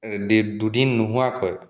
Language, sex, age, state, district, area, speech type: Assamese, male, 30-45, Assam, Dibrugarh, rural, spontaneous